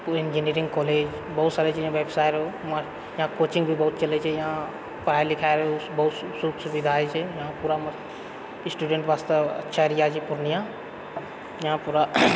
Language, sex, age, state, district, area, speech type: Maithili, male, 45-60, Bihar, Purnia, rural, spontaneous